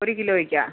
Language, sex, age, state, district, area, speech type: Malayalam, female, 45-60, Kerala, Kottayam, urban, conversation